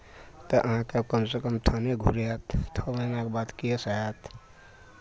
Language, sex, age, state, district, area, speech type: Maithili, male, 60+, Bihar, Araria, rural, spontaneous